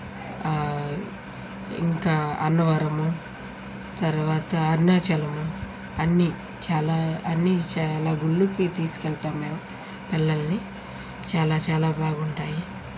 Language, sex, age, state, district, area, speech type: Telugu, female, 30-45, Andhra Pradesh, Nellore, urban, spontaneous